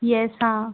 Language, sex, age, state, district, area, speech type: Hindi, female, 18-30, Madhya Pradesh, Gwalior, rural, conversation